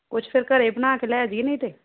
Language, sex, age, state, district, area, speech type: Punjabi, female, 60+, Punjab, Shaheed Bhagat Singh Nagar, rural, conversation